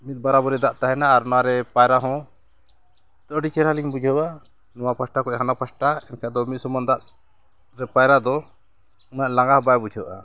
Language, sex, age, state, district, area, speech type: Santali, male, 45-60, Jharkhand, Bokaro, rural, spontaneous